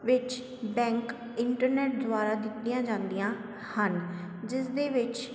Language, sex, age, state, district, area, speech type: Punjabi, female, 30-45, Punjab, Sangrur, rural, spontaneous